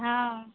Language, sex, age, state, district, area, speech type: Maithili, female, 60+, Bihar, Purnia, urban, conversation